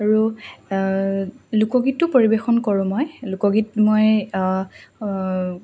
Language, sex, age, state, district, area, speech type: Assamese, female, 18-30, Assam, Lakhimpur, rural, spontaneous